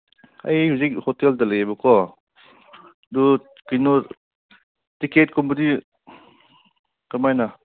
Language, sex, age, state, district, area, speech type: Manipuri, male, 45-60, Manipur, Ukhrul, rural, conversation